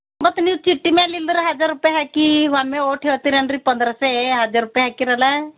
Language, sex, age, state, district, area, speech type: Kannada, female, 45-60, Karnataka, Bidar, urban, conversation